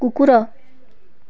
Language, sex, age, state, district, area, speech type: Odia, female, 18-30, Odisha, Bargarh, rural, read